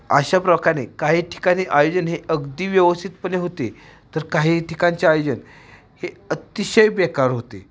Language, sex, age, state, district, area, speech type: Marathi, male, 18-30, Maharashtra, Satara, urban, spontaneous